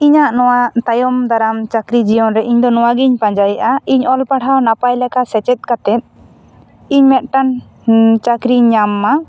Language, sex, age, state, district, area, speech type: Santali, female, 18-30, West Bengal, Bankura, rural, spontaneous